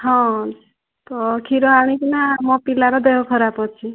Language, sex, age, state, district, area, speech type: Odia, female, 18-30, Odisha, Kandhamal, rural, conversation